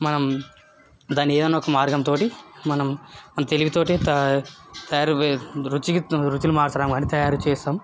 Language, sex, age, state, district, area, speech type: Telugu, male, 18-30, Telangana, Hyderabad, urban, spontaneous